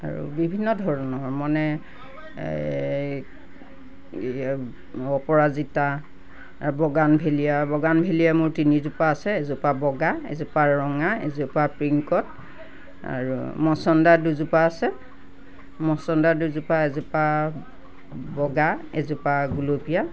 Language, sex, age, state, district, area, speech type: Assamese, female, 60+, Assam, Nagaon, rural, spontaneous